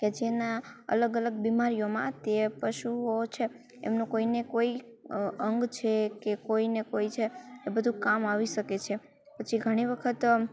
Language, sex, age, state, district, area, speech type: Gujarati, female, 18-30, Gujarat, Rajkot, rural, spontaneous